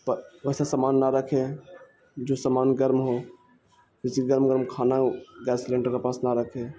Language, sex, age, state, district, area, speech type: Urdu, male, 18-30, Bihar, Gaya, urban, spontaneous